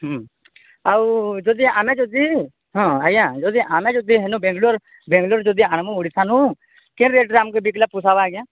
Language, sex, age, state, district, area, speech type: Odia, male, 45-60, Odisha, Nuapada, urban, conversation